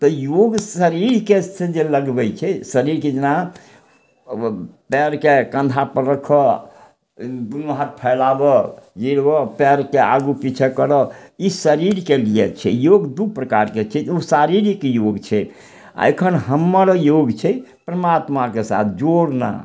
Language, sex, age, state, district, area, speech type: Maithili, male, 60+, Bihar, Samastipur, urban, spontaneous